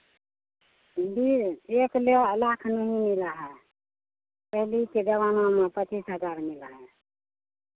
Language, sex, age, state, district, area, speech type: Hindi, female, 45-60, Bihar, Madhepura, rural, conversation